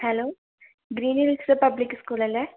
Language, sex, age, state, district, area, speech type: Malayalam, female, 18-30, Kerala, Wayanad, rural, conversation